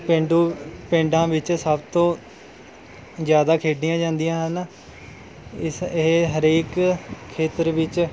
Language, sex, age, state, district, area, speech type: Punjabi, male, 18-30, Punjab, Mohali, rural, spontaneous